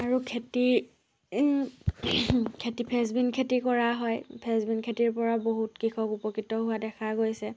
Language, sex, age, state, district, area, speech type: Assamese, female, 45-60, Assam, Dhemaji, rural, spontaneous